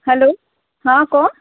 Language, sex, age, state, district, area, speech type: Gujarati, female, 18-30, Gujarat, Kutch, rural, conversation